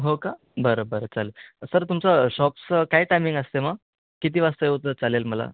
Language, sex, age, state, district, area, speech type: Marathi, male, 18-30, Maharashtra, Wardha, urban, conversation